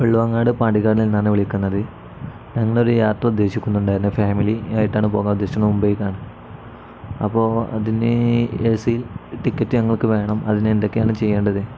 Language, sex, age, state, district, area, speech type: Malayalam, male, 18-30, Kerala, Kozhikode, rural, spontaneous